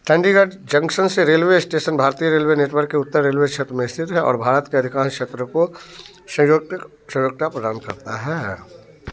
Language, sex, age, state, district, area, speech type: Hindi, male, 30-45, Bihar, Muzaffarpur, rural, read